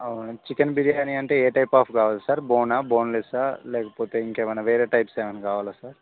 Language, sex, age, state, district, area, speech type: Telugu, male, 18-30, Telangana, Khammam, urban, conversation